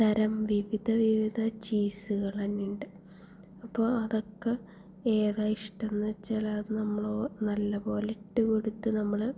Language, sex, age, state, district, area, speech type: Malayalam, female, 18-30, Kerala, Thrissur, urban, spontaneous